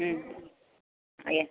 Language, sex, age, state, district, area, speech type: Odia, female, 60+, Odisha, Jharsuguda, rural, conversation